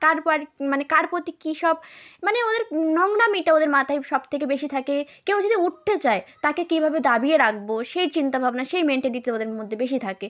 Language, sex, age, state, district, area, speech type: Bengali, female, 18-30, West Bengal, South 24 Parganas, rural, spontaneous